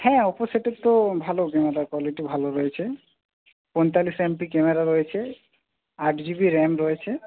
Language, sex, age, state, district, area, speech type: Bengali, male, 45-60, West Bengal, Jhargram, rural, conversation